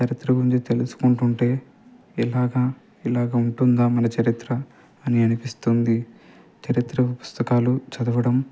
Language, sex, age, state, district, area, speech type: Telugu, male, 30-45, Andhra Pradesh, Nellore, urban, spontaneous